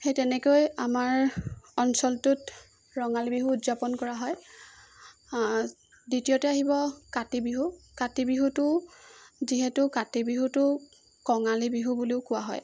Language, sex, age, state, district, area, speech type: Assamese, female, 18-30, Assam, Jorhat, urban, spontaneous